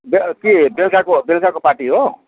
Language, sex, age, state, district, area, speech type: Nepali, male, 45-60, West Bengal, Kalimpong, rural, conversation